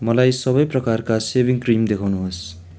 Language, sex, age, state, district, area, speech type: Nepali, male, 18-30, West Bengal, Darjeeling, rural, read